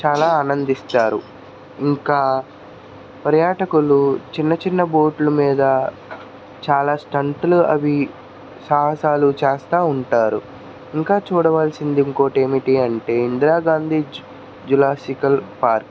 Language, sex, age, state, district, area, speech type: Telugu, male, 30-45, Andhra Pradesh, N T Rama Rao, urban, spontaneous